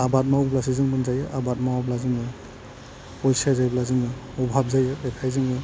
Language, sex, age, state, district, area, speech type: Bodo, male, 30-45, Assam, Udalguri, urban, spontaneous